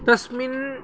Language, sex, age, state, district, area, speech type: Sanskrit, male, 18-30, Tamil Nadu, Chennai, rural, spontaneous